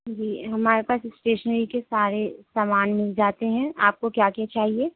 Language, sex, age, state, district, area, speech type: Urdu, female, 18-30, Delhi, North West Delhi, urban, conversation